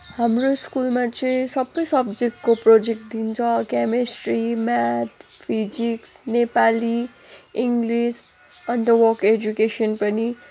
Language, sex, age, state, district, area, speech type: Nepali, female, 18-30, West Bengal, Kalimpong, rural, spontaneous